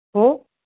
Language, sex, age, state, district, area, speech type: Marathi, male, 18-30, Maharashtra, Jalna, urban, conversation